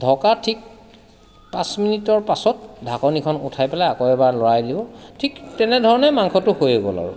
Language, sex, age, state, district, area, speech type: Assamese, male, 45-60, Assam, Sivasagar, rural, spontaneous